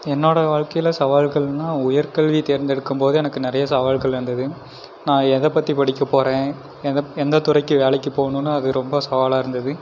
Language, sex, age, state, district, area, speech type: Tamil, male, 18-30, Tamil Nadu, Erode, rural, spontaneous